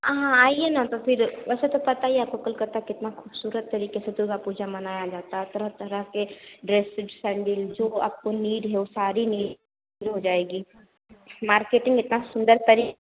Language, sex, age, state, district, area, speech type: Hindi, female, 18-30, Bihar, Begusarai, urban, conversation